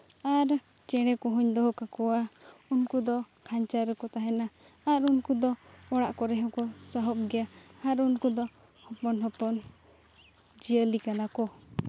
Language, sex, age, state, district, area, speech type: Santali, female, 18-30, Jharkhand, Seraikela Kharsawan, rural, spontaneous